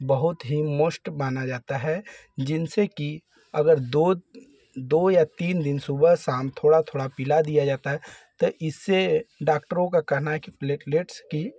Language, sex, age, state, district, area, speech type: Hindi, male, 30-45, Uttar Pradesh, Varanasi, urban, spontaneous